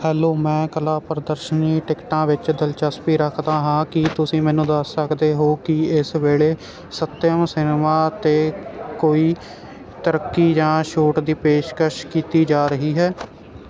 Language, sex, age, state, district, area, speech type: Punjabi, male, 18-30, Punjab, Ludhiana, rural, read